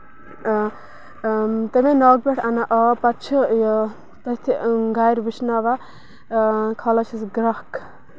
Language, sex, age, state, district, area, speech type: Kashmiri, female, 30-45, Jammu and Kashmir, Bandipora, rural, spontaneous